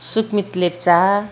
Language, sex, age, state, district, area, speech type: Nepali, female, 60+, West Bengal, Kalimpong, rural, spontaneous